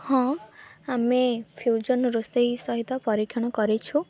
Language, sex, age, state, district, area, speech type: Odia, female, 18-30, Odisha, Kendrapara, urban, spontaneous